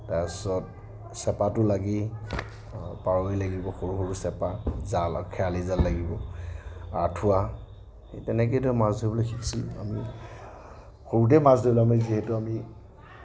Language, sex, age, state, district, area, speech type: Assamese, male, 30-45, Assam, Nagaon, rural, spontaneous